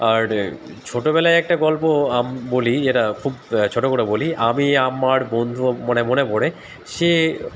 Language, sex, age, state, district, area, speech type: Bengali, male, 30-45, West Bengal, Dakshin Dinajpur, urban, spontaneous